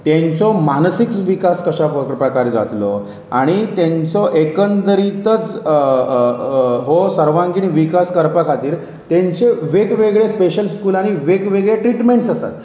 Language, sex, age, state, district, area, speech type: Goan Konkani, male, 30-45, Goa, Pernem, rural, spontaneous